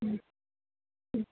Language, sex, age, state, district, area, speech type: Tamil, female, 30-45, Tamil Nadu, Nilgiris, urban, conversation